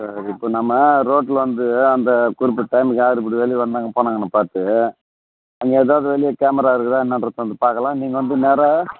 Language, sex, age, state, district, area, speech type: Tamil, male, 45-60, Tamil Nadu, Tiruvannamalai, rural, conversation